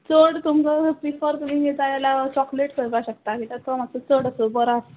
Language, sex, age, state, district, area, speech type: Goan Konkani, female, 18-30, Goa, Murmgao, rural, conversation